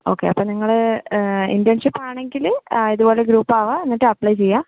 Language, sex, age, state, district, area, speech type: Malayalam, female, 18-30, Kerala, Palakkad, rural, conversation